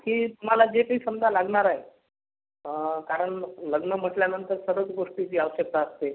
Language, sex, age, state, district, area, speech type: Marathi, male, 45-60, Maharashtra, Akola, rural, conversation